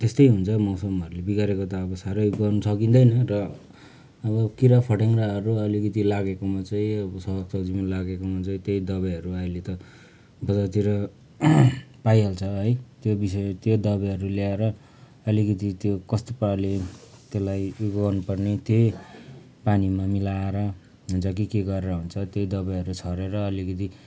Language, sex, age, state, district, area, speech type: Nepali, male, 45-60, West Bengal, Kalimpong, rural, spontaneous